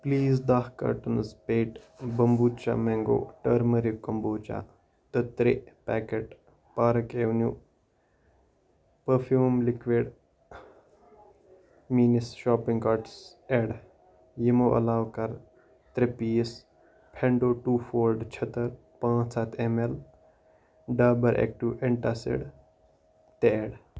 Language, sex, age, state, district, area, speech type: Kashmiri, male, 18-30, Jammu and Kashmir, Kupwara, rural, read